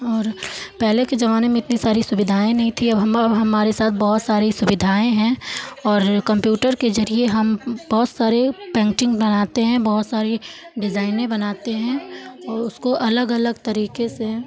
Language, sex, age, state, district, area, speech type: Hindi, female, 30-45, Uttar Pradesh, Lucknow, rural, spontaneous